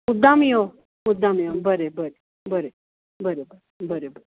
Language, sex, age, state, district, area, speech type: Goan Konkani, female, 45-60, Goa, Canacona, rural, conversation